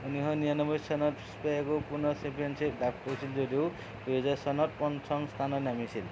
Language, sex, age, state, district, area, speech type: Assamese, male, 30-45, Assam, Darrang, rural, read